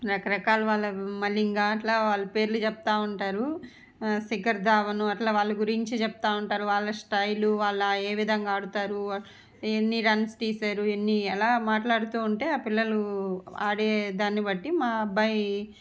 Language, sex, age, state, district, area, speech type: Telugu, female, 45-60, Andhra Pradesh, Nellore, urban, spontaneous